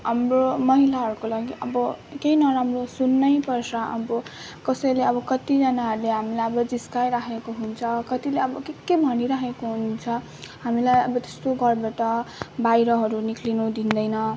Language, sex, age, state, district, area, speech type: Nepali, female, 18-30, West Bengal, Darjeeling, rural, spontaneous